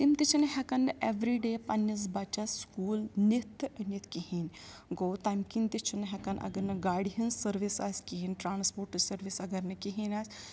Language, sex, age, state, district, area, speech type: Kashmiri, female, 30-45, Jammu and Kashmir, Srinagar, rural, spontaneous